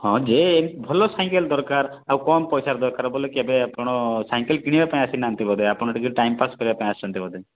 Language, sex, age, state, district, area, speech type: Odia, male, 30-45, Odisha, Kalahandi, rural, conversation